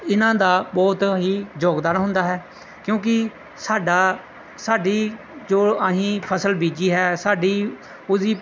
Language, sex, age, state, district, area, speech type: Punjabi, male, 30-45, Punjab, Pathankot, rural, spontaneous